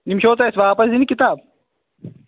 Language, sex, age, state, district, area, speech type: Kashmiri, male, 18-30, Jammu and Kashmir, Shopian, rural, conversation